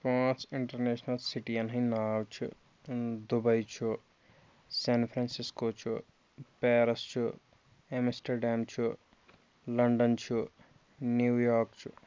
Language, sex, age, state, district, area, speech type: Kashmiri, male, 30-45, Jammu and Kashmir, Kulgam, rural, spontaneous